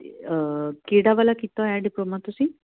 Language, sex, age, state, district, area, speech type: Punjabi, female, 45-60, Punjab, Jalandhar, urban, conversation